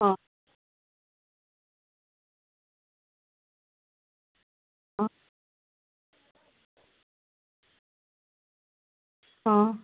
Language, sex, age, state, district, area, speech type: Marathi, female, 30-45, Maharashtra, Nagpur, urban, conversation